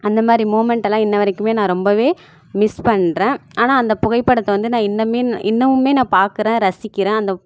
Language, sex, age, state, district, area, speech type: Tamil, female, 18-30, Tamil Nadu, Namakkal, urban, spontaneous